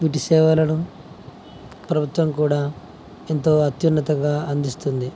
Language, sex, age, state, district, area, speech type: Telugu, male, 18-30, Andhra Pradesh, Nandyal, urban, spontaneous